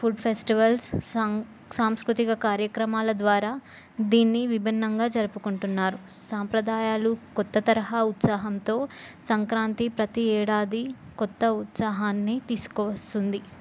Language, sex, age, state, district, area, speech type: Telugu, female, 18-30, Telangana, Jayashankar, urban, spontaneous